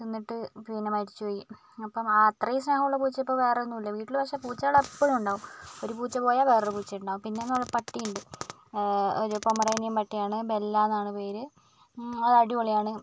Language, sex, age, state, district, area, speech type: Malayalam, female, 18-30, Kerala, Wayanad, rural, spontaneous